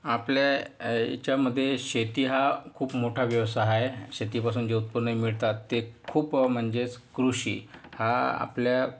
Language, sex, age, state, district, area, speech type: Marathi, male, 45-60, Maharashtra, Yavatmal, urban, spontaneous